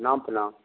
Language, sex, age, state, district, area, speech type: Maithili, male, 60+, Bihar, Samastipur, rural, conversation